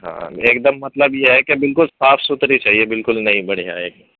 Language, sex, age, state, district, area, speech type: Urdu, male, 45-60, Uttar Pradesh, Gautam Buddha Nagar, rural, conversation